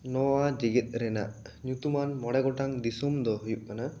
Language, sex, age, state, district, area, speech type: Santali, male, 18-30, West Bengal, Bankura, rural, spontaneous